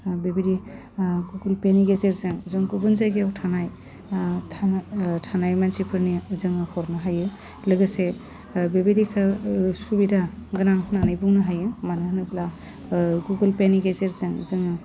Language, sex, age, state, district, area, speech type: Bodo, female, 30-45, Assam, Udalguri, urban, spontaneous